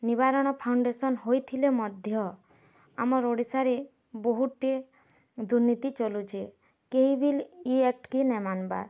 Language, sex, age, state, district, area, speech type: Odia, female, 18-30, Odisha, Bargarh, urban, spontaneous